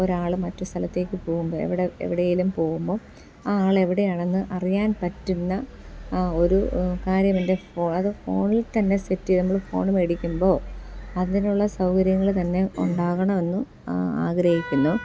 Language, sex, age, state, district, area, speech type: Malayalam, female, 30-45, Kerala, Thiruvananthapuram, urban, spontaneous